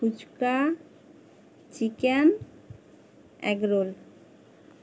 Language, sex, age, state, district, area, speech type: Bengali, female, 18-30, West Bengal, Uttar Dinajpur, urban, spontaneous